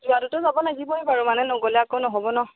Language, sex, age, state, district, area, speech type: Assamese, female, 18-30, Assam, Majuli, urban, conversation